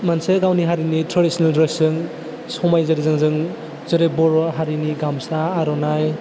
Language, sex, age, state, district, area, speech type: Bodo, male, 18-30, Assam, Chirang, urban, spontaneous